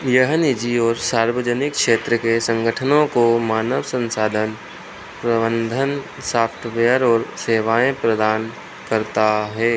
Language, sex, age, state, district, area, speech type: Hindi, male, 30-45, Madhya Pradesh, Harda, urban, read